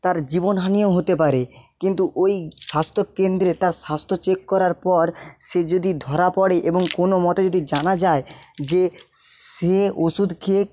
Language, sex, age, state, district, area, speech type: Bengali, male, 30-45, West Bengal, Jhargram, rural, spontaneous